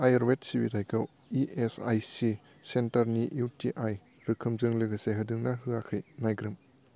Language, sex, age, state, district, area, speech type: Bodo, male, 18-30, Assam, Baksa, rural, read